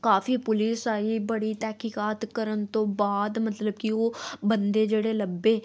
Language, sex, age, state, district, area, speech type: Punjabi, female, 18-30, Punjab, Tarn Taran, urban, spontaneous